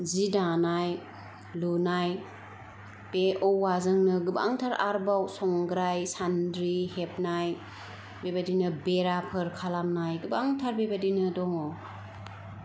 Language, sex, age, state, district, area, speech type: Bodo, female, 30-45, Assam, Kokrajhar, urban, spontaneous